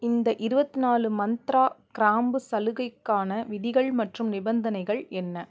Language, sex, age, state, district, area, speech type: Tamil, female, 18-30, Tamil Nadu, Nagapattinam, rural, read